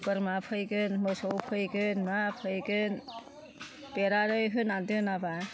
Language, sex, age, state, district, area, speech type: Bodo, female, 60+, Assam, Chirang, rural, spontaneous